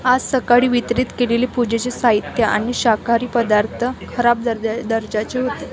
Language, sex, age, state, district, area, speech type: Marathi, female, 30-45, Maharashtra, Wardha, rural, read